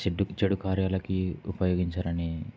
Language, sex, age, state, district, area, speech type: Telugu, male, 18-30, Andhra Pradesh, Kurnool, urban, spontaneous